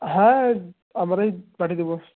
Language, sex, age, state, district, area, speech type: Bengali, male, 18-30, West Bengal, Jalpaiguri, rural, conversation